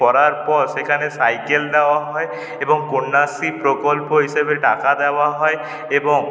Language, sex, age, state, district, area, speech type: Bengali, male, 18-30, West Bengal, Purulia, urban, spontaneous